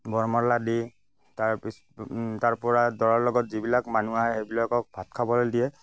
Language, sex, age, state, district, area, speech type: Assamese, male, 45-60, Assam, Darrang, rural, spontaneous